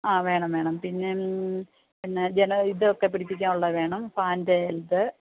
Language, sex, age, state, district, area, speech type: Malayalam, female, 45-60, Kerala, Idukki, rural, conversation